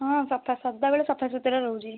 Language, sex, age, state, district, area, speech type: Odia, female, 18-30, Odisha, Kendujhar, urban, conversation